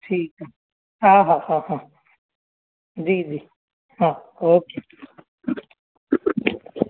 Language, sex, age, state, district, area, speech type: Sindhi, male, 30-45, Maharashtra, Thane, urban, conversation